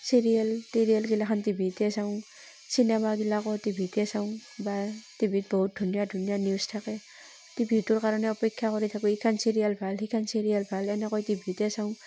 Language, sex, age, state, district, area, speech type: Assamese, female, 30-45, Assam, Barpeta, rural, spontaneous